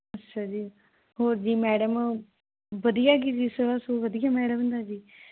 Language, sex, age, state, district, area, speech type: Punjabi, female, 18-30, Punjab, Mansa, urban, conversation